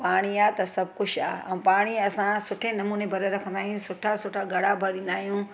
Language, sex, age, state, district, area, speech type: Sindhi, female, 45-60, Gujarat, Surat, urban, spontaneous